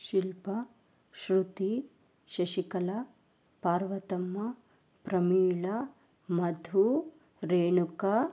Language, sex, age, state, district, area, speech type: Kannada, female, 30-45, Karnataka, Chikkaballapur, rural, spontaneous